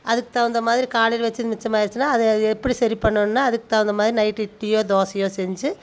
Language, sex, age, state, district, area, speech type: Tamil, female, 30-45, Tamil Nadu, Coimbatore, rural, spontaneous